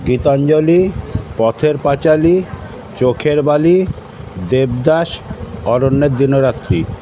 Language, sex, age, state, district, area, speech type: Bengali, male, 60+, West Bengal, South 24 Parganas, urban, spontaneous